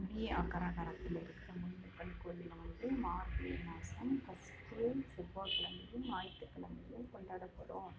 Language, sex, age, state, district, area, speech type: Tamil, female, 45-60, Tamil Nadu, Dharmapuri, rural, spontaneous